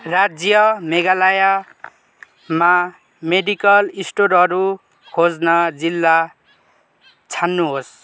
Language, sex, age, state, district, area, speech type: Nepali, male, 18-30, West Bengal, Kalimpong, rural, read